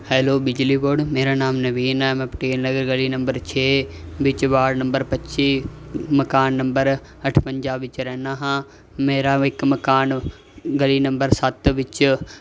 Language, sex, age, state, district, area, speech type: Punjabi, male, 18-30, Punjab, Muktsar, urban, spontaneous